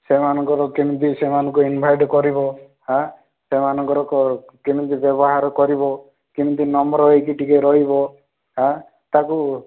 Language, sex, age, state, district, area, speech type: Odia, male, 18-30, Odisha, Rayagada, urban, conversation